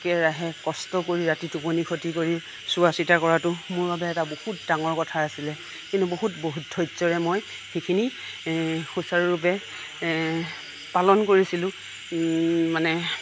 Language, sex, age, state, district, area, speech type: Assamese, female, 45-60, Assam, Nagaon, rural, spontaneous